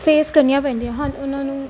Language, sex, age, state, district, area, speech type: Punjabi, female, 18-30, Punjab, Kapurthala, urban, spontaneous